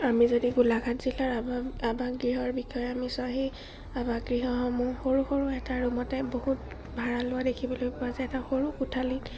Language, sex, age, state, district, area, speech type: Assamese, female, 30-45, Assam, Golaghat, urban, spontaneous